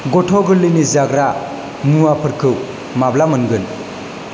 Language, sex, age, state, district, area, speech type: Bodo, male, 18-30, Assam, Chirang, urban, read